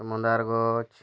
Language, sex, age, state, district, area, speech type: Odia, male, 30-45, Odisha, Bargarh, rural, spontaneous